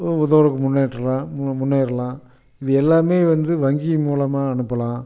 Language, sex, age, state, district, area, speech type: Tamil, male, 60+, Tamil Nadu, Coimbatore, urban, spontaneous